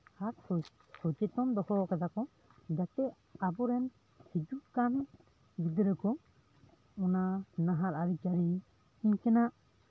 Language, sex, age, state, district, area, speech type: Santali, male, 18-30, West Bengal, Bankura, rural, spontaneous